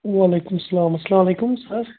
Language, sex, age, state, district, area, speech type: Kashmiri, female, 30-45, Jammu and Kashmir, Srinagar, urban, conversation